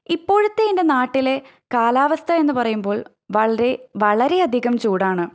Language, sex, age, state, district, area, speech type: Malayalam, female, 18-30, Kerala, Thrissur, rural, spontaneous